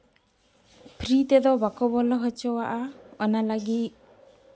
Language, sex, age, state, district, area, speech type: Santali, female, 18-30, West Bengal, Jhargram, rural, spontaneous